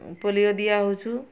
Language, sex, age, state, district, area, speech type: Odia, female, 60+, Odisha, Mayurbhanj, rural, spontaneous